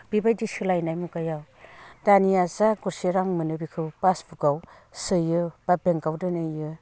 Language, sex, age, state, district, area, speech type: Bodo, female, 45-60, Assam, Udalguri, rural, spontaneous